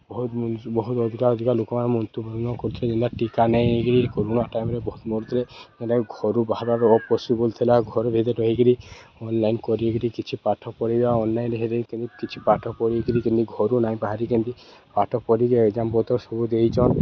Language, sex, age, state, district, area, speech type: Odia, male, 18-30, Odisha, Subarnapur, urban, spontaneous